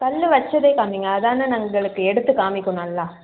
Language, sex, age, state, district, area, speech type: Tamil, female, 18-30, Tamil Nadu, Chengalpattu, urban, conversation